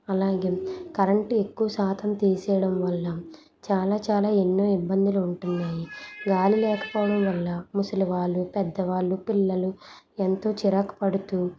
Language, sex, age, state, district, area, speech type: Telugu, female, 30-45, Andhra Pradesh, Anakapalli, urban, spontaneous